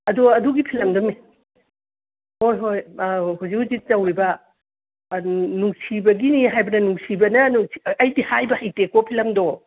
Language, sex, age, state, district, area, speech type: Manipuri, female, 60+, Manipur, Imphal East, rural, conversation